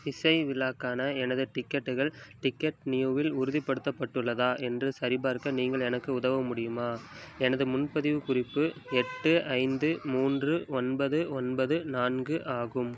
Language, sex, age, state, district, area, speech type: Tamil, male, 18-30, Tamil Nadu, Madurai, urban, read